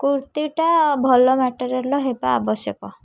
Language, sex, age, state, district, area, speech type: Odia, female, 30-45, Odisha, Kendrapara, urban, spontaneous